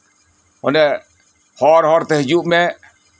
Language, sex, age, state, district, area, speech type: Santali, male, 60+, West Bengal, Birbhum, rural, spontaneous